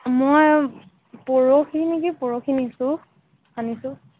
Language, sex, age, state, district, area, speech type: Assamese, female, 18-30, Assam, Golaghat, urban, conversation